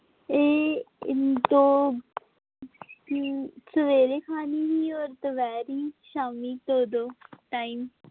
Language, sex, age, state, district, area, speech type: Dogri, female, 18-30, Jammu and Kashmir, Samba, urban, conversation